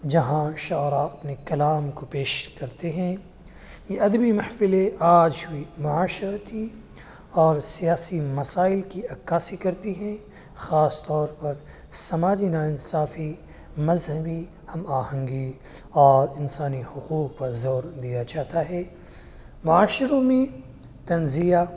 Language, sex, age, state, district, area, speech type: Urdu, male, 18-30, Uttar Pradesh, Muzaffarnagar, urban, spontaneous